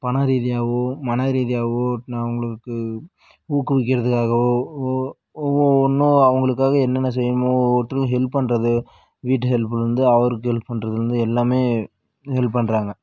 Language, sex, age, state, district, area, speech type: Tamil, female, 18-30, Tamil Nadu, Dharmapuri, rural, spontaneous